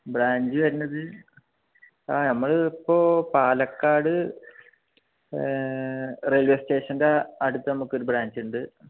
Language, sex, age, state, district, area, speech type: Malayalam, male, 18-30, Kerala, Palakkad, rural, conversation